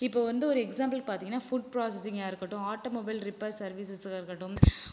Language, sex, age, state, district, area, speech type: Tamil, female, 30-45, Tamil Nadu, Viluppuram, urban, spontaneous